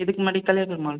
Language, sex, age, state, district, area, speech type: Tamil, male, 30-45, Tamil Nadu, Cuddalore, rural, conversation